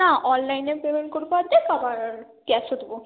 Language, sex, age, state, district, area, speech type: Bengali, female, 30-45, West Bengal, Hooghly, urban, conversation